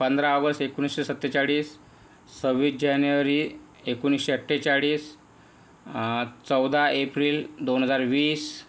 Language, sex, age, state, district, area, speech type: Marathi, male, 18-30, Maharashtra, Yavatmal, rural, spontaneous